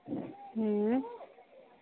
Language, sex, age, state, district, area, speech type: Maithili, female, 30-45, Bihar, Araria, rural, conversation